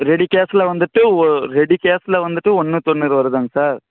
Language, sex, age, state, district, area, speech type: Tamil, male, 18-30, Tamil Nadu, Namakkal, rural, conversation